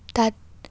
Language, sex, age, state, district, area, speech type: Assamese, female, 18-30, Assam, Lakhimpur, urban, spontaneous